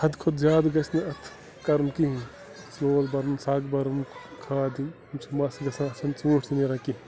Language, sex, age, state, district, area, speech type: Kashmiri, male, 30-45, Jammu and Kashmir, Bandipora, rural, spontaneous